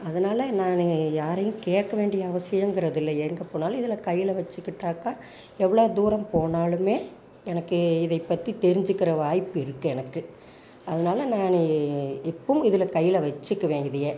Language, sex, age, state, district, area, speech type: Tamil, female, 60+, Tamil Nadu, Coimbatore, rural, spontaneous